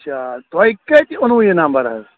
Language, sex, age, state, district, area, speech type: Kashmiri, male, 45-60, Jammu and Kashmir, Kulgam, rural, conversation